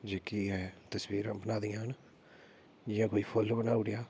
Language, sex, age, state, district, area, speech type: Dogri, male, 30-45, Jammu and Kashmir, Udhampur, rural, spontaneous